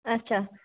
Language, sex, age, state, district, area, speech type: Kashmiri, female, 30-45, Jammu and Kashmir, Baramulla, urban, conversation